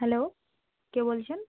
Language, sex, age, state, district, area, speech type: Bengali, female, 30-45, West Bengal, Purba Medinipur, rural, conversation